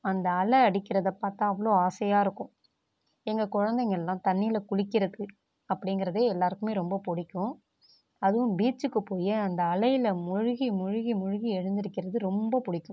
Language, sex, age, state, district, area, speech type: Tamil, female, 45-60, Tamil Nadu, Tiruvarur, rural, spontaneous